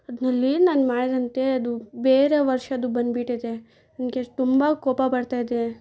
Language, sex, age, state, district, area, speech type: Kannada, female, 18-30, Karnataka, Bangalore Rural, urban, spontaneous